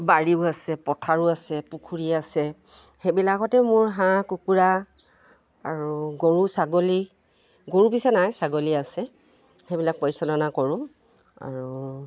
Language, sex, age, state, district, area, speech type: Assamese, female, 45-60, Assam, Dibrugarh, rural, spontaneous